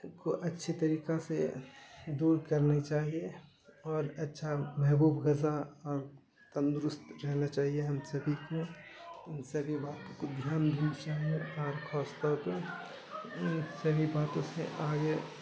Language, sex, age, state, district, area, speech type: Urdu, male, 18-30, Bihar, Saharsa, rural, spontaneous